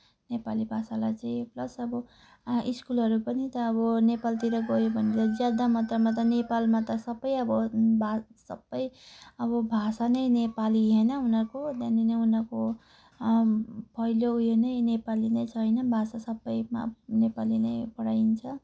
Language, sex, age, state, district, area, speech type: Nepali, female, 30-45, West Bengal, Jalpaiguri, rural, spontaneous